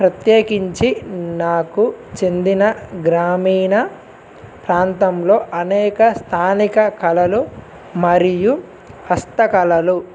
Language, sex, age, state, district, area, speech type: Telugu, male, 18-30, Telangana, Adilabad, urban, spontaneous